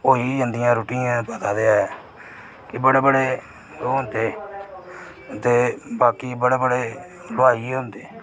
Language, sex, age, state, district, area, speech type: Dogri, male, 18-30, Jammu and Kashmir, Reasi, rural, spontaneous